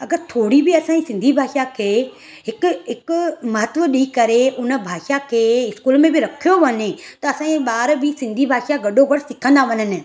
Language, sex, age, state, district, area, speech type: Sindhi, female, 30-45, Gujarat, Surat, urban, spontaneous